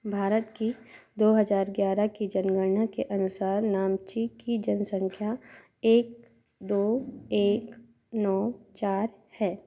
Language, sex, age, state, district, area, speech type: Hindi, female, 30-45, Madhya Pradesh, Katni, urban, read